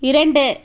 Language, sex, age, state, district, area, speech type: Tamil, female, 30-45, Tamil Nadu, Tirupattur, rural, read